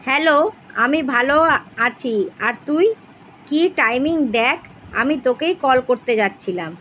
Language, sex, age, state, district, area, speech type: Bengali, female, 30-45, West Bengal, Kolkata, urban, read